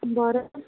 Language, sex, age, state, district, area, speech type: Goan Konkani, female, 30-45, Goa, Quepem, rural, conversation